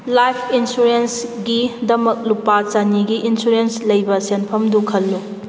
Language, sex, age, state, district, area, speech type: Manipuri, female, 30-45, Manipur, Kakching, rural, read